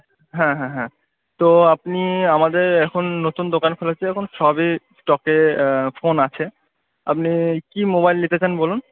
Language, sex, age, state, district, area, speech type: Bengali, male, 18-30, West Bengal, Murshidabad, urban, conversation